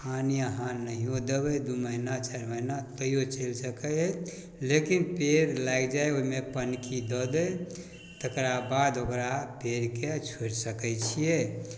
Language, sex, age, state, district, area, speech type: Maithili, male, 60+, Bihar, Samastipur, rural, spontaneous